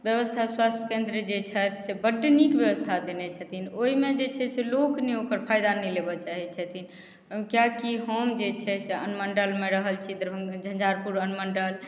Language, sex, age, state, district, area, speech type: Maithili, female, 45-60, Bihar, Madhubani, rural, spontaneous